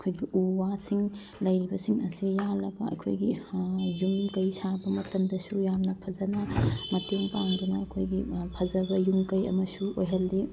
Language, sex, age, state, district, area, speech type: Manipuri, female, 30-45, Manipur, Bishnupur, rural, spontaneous